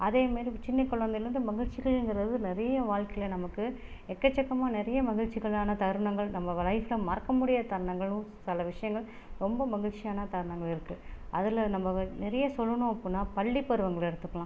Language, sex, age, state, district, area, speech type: Tamil, female, 30-45, Tamil Nadu, Tiruchirappalli, rural, spontaneous